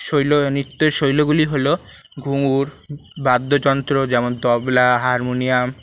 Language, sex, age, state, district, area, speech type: Bengali, male, 30-45, West Bengal, Paschim Bardhaman, urban, spontaneous